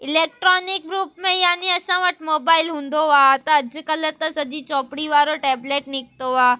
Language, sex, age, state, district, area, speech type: Sindhi, female, 18-30, Gujarat, Surat, urban, spontaneous